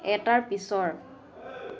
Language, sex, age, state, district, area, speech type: Assamese, female, 30-45, Assam, Dhemaji, urban, read